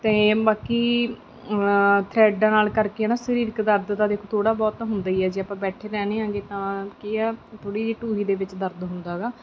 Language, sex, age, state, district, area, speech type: Punjabi, female, 30-45, Punjab, Mansa, urban, spontaneous